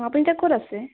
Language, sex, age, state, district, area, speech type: Assamese, male, 18-30, Assam, Sonitpur, rural, conversation